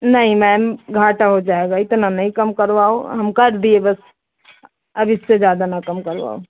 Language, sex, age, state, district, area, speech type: Hindi, female, 45-60, Uttar Pradesh, Ayodhya, rural, conversation